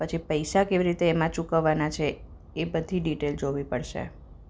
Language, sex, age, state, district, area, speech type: Gujarati, female, 30-45, Gujarat, Kheda, urban, spontaneous